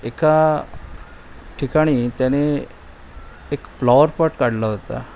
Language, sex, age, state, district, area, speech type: Marathi, male, 45-60, Maharashtra, Mumbai Suburban, urban, spontaneous